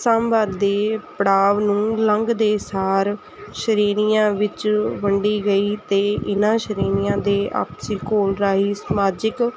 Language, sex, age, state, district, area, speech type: Punjabi, female, 30-45, Punjab, Mansa, urban, spontaneous